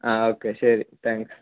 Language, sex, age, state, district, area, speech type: Malayalam, male, 18-30, Kerala, Kasaragod, urban, conversation